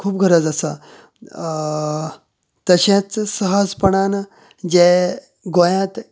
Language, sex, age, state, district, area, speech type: Goan Konkani, male, 30-45, Goa, Canacona, rural, spontaneous